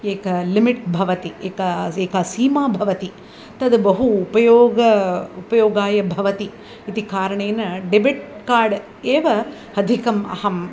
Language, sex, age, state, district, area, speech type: Sanskrit, female, 60+, Tamil Nadu, Chennai, urban, spontaneous